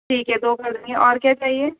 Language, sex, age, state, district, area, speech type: Urdu, female, 30-45, Uttar Pradesh, Gautam Buddha Nagar, rural, conversation